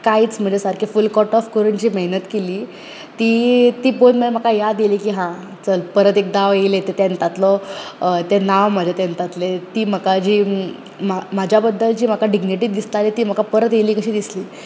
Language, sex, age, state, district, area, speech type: Goan Konkani, female, 18-30, Goa, Bardez, urban, spontaneous